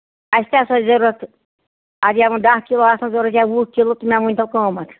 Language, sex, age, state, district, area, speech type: Kashmiri, female, 60+, Jammu and Kashmir, Ganderbal, rural, conversation